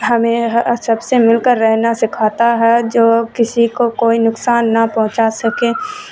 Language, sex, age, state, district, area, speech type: Urdu, female, 30-45, Bihar, Supaul, urban, spontaneous